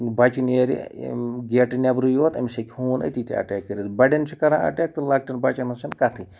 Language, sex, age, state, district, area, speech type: Kashmiri, male, 30-45, Jammu and Kashmir, Ganderbal, rural, spontaneous